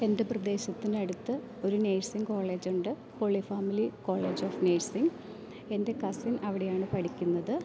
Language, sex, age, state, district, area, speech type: Malayalam, female, 30-45, Kerala, Idukki, rural, spontaneous